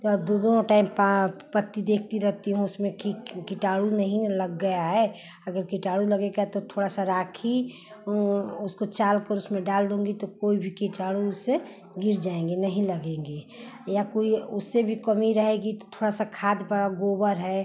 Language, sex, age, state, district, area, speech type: Hindi, female, 45-60, Uttar Pradesh, Ghazipur, urban, spontaneous